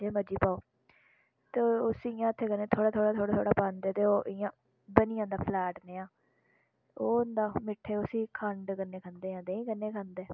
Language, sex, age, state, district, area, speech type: Dogri, female, 18-30, Jammu and Kashmir, Udhampur, rural, spontaneous